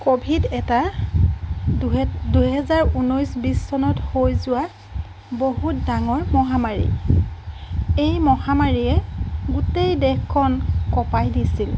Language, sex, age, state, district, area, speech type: Assamese, female, 45-60, Assam, Golaghat, urban, spontaneous